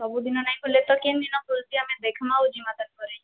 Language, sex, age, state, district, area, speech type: Odia, female, 18-30, Odisha, Boudh, rural, conversation